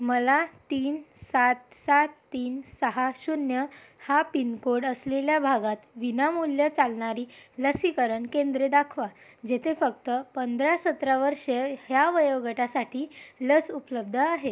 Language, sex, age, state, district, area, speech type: Marathi, female, 18-30, Maharashtra, Amravati, urban, read